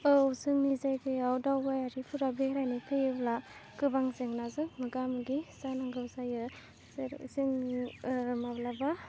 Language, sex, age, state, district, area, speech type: Bodo, female, 18-30, Assam, Udalguri, rural, spontaneous